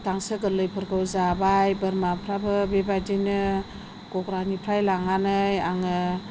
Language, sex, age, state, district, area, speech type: Bodo, female, 45-60, Assam, Chirang, rural, spontaneous